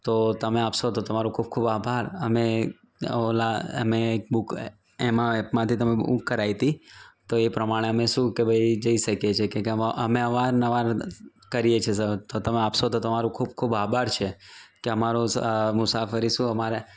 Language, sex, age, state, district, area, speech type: Gujarati, male, 30-45, Gujarat, Ahmedabad, urban, spontaneous